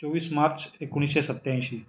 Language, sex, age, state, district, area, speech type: Marathi, male, 30-45, Maharashtra, Raigad, rural, spontaneous